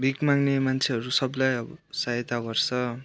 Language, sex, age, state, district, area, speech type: Nepali, male, 18-30, West Bengal, Kalimpong, rural, spontaneous